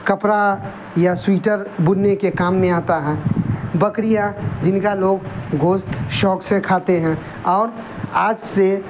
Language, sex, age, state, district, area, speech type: Urdu, male, 45-60, Bihar, Darbhanga, rural, spontaneous